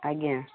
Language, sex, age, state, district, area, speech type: Odia, female, 45-60, Odisha, Angul, rural, conversation